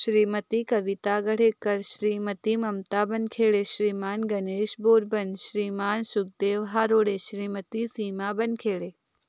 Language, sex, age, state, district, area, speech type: Hindi, female, 30-45, Madhya Pradesh, Betul, rural, spontaneous